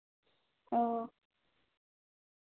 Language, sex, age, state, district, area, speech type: Santali, female, 18-30, Jharkhand, Seraikela Kharsawan, rural, conversation